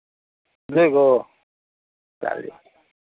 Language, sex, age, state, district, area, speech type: Maithili, male, 45-60, Bihar, Madhepura, rural, conversation